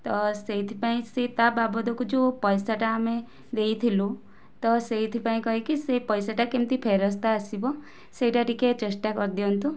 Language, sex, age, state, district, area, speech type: Odia, female, 18-30, Odisha, Kandhamal, rural, spontaneous